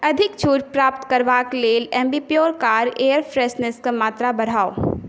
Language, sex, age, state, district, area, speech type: Maithili, other, 18-30, Bihar, Saharsa, rural, read